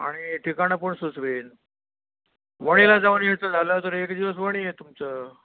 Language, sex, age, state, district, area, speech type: Marathi, male, 60+, Maharashtra, Nashik, urban, conversation